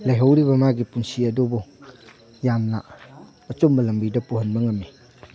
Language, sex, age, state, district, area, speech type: Manipuri, male, 30-45, Manipur, Thoubal, rural, spontaneous